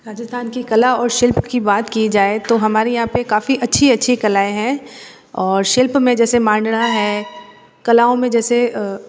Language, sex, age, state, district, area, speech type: Hindi, female, 30-45, Rajasthan, Jodhpur, urban, spontaneous